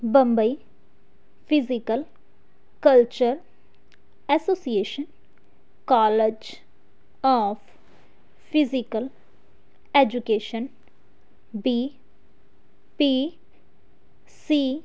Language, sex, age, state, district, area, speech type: Punjabi, female, 18-30, Punjab, Fazilka, rural, read